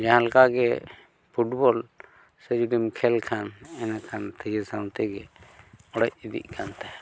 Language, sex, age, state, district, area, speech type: Santali, male, 45-60, Jharkhand, East Singhbhum, rural, spontaneous